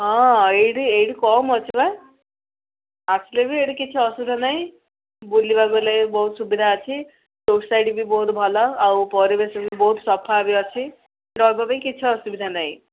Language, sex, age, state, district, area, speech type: Odia, female, 18-30, Odisha, Ganjam, urban, conversation